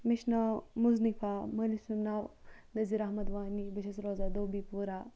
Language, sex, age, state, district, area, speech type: Kashmiri, female, 30-45, Jammu and Kashmir, Ganderbal, rural, spontaneous